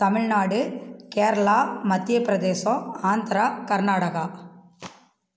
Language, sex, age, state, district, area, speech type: Tamil, female, 45-60, Tamil Nadu, Kallakurichi, rural, spontaneous